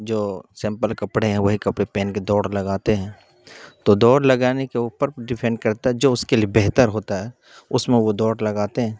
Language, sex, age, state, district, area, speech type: Urdu, male, 30-45, Bihar, Khagaria, rural, spontaneous